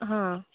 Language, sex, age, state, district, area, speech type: Kannada, female, 18-30, Karnataka, Gulbarga, urban, conversation